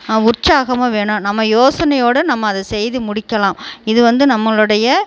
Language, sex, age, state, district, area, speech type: Tamil, female, 45-60, Tamil Nadu, Tiruchirappalli, rural, spontaneous